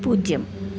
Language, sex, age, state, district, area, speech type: Malayalam, female, 18-30, Kerala, Kasaragod, rural, read